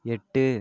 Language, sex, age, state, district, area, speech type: Tamil, male, 45-60, Tamil Nadu, Ariyalur, rural, read